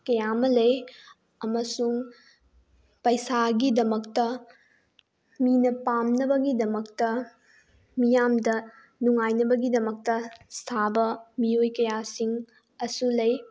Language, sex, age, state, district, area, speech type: Manipuri, female, 18-30, Manipur, Bishnupur, rural, spontaneous